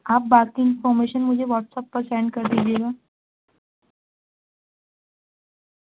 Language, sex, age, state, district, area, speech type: Urdu, female, 18-30, Delhi, North East Delhi, urban, conversation